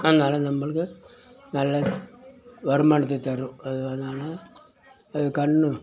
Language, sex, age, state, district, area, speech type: Tamil, male, 60+, Tamil Nadu, Kallakurichi, urban, spontaneous